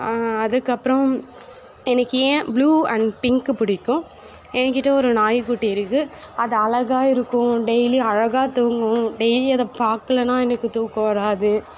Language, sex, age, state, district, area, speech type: Tamil, female, 18-30, Tamil Nadu, Perambalur, urban, spontaneous